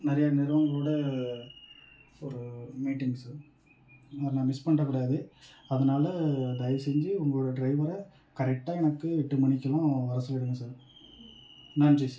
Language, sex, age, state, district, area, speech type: Tamil, male, 30-45, Tamil Nadu, Tiruvarur, rural, spontaneous